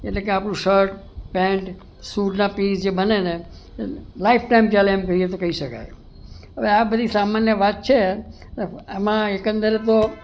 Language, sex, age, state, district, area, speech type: Gujarati, male, 60+, Gujarat, Surat, urban, spontaneous